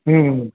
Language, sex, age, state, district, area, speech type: Gujarati, male, 45-60, Gujarat, Ahmedabad, urban, conversation